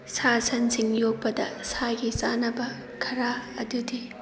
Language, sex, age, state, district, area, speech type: Manipuri, female, 30-45, Manipur, Thoubal, rural, spontaneous